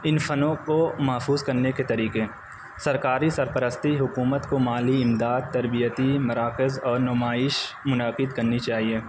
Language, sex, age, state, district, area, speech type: Urdu, male, 30-45, Uttar Pradesh, Azamgarh, rural, spontaneous